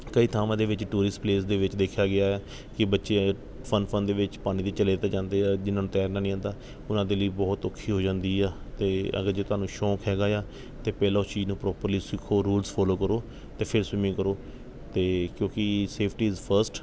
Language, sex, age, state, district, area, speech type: Punjabi, male, 30-45, Punjab, Kapurthala, urban, spontaneous